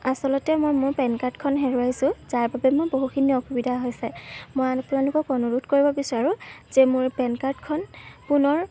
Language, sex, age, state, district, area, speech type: Assamese, female, 18-30, Assam, Golaghat, urban, spontaneous